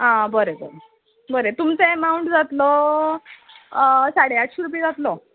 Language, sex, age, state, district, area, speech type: Goan Konkani, female, 30-45, Goa, Ponda, rural, conversation